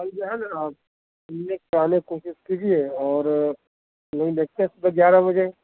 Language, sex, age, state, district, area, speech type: Urdu, male, 18-30, Delhi, Central Delhi, urban, conversation